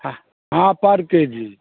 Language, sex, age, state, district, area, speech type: Hindi, male, 60+, Bihar, Darbhanga, urban, conversation